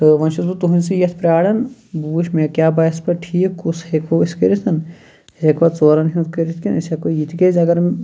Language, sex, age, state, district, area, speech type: Kashmiri, male, 30-45, Jammu and Kashmir, Shopian, rural, spontaneous